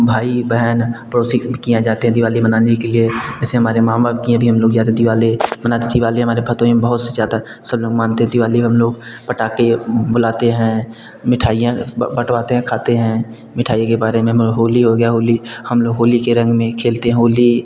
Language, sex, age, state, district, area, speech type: Hindi, male, 18-30, Uttar Pradesh, Bhadohi, urban, spontaneous